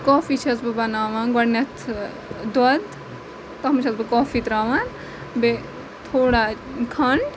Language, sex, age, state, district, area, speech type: Kashmiri, female, 18-30, Jammu and Kashmir, Ganderbal, rural, spontaneous